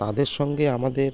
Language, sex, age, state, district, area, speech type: Bengali, male, 45-60, West Bengal, Birbhum, urban, spontaneous